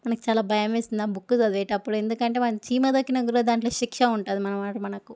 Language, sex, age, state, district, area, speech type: Telugu, female, 18-30, Telangana, Medak, urban, spontaneous